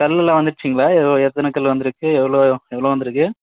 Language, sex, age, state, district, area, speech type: Tamil, male, 18-30, Tamil Nadu, Krishnagiri, rural, conversation